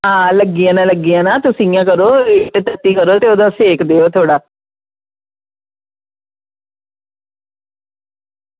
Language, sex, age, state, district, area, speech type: Dogri, female, 45-60, Jammu and Kashmir, Samba, rural, conversation